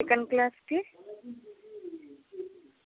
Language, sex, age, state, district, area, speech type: Telugu, female, 18-30, Andhra Pradesh, Anakapalli, urban, conversation